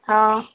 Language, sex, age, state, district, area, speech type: Assamese, female, 30-45, Assam, Golaghat, rural, conversation